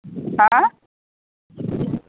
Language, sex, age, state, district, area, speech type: Hindi, female, 18-30, Bihar, Samastipur, rural, conversation